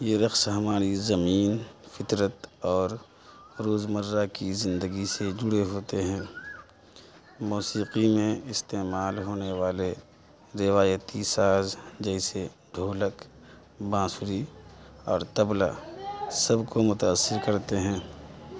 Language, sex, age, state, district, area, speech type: Urdu, male, 30-45, Bihar, Madhubani, rural, spontaneous